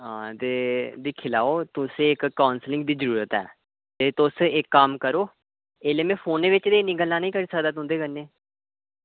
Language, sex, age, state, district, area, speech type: Dogri, male, 18-30, Jammu and Kashmir, Reasi, rural, conversation